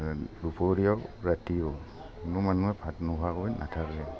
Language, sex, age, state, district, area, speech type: Assamese, male, 45-60, Assam, Barpeta, rural, spontaneous